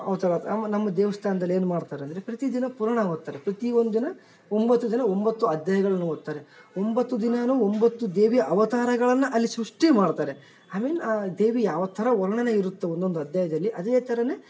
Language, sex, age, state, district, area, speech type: Kannada, male, 18-30, Karnataka, Bellary, rural, spontaneous